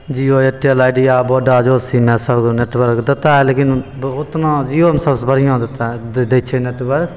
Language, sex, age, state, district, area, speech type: Maithili, male, 18-30, Bihar, Begusarai, rural, spontaneous